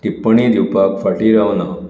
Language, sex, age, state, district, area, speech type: Goan Konkani, male, 30-45, Goa, Bardez, urban, spontaneous